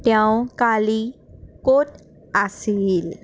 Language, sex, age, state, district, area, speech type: Assamese, female, 45-60, Assam, Sonitpur, rural, read